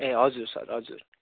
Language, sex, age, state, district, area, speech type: Nepali, male, 18-30, West Bengal, Darjeeling, rural, conversation